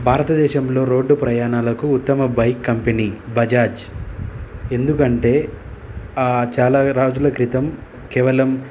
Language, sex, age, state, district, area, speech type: Telugu, male, 30-45, Telangana, Hyderabad, urban, spontaneous